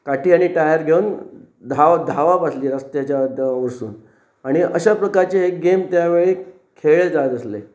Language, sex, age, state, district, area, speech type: Goan Konkani, male, 45-60, Goa, Pernem, rural, spontaneous